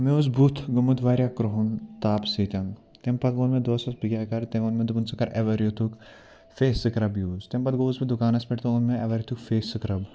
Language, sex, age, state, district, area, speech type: Kashmiri, male, 18-30, Jammu and Kashmir, Ganderbal, rural, spontaneous